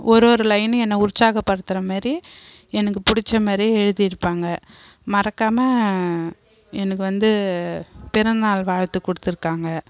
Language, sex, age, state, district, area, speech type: Tamil, female, 30-45, Tamil Nadu, Kallakurichi, rural, spontaneous